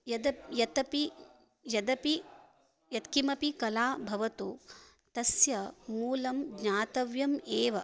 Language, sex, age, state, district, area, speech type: Sanskrit, female, 30-45, Karnataka, Shimoga, rural, spontaneous